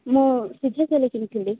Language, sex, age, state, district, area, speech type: Odia, female, 18-30, Odisha, Malkangiri, urban, conversation